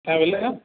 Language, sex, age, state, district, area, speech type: Odia, male, 45-60, Odisha, Nuapada, urban, conversation